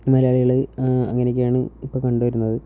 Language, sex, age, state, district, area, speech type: Malayalam, male, 18-30, Kerala, Wayanad, rural, spontaneous